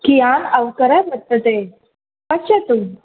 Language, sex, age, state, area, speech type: Sanskrit, female, 18-30, Rajasthan, urban, conversation